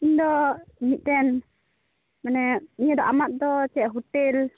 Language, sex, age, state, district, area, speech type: Santali, female, 18-30, West Bengal, Malda, rural, conversation